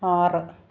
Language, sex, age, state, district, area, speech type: Malayalam, female, 30-45, Kerala, Ernakulam, rural, read